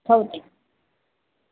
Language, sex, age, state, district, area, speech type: Marathi, female, 30-45, Maharashtra, Wardha, rural, conversation